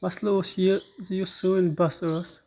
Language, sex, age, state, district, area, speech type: Kashmiri, male, 18-30, Jammu and Kashmir, Kupwara, rural, spontaneous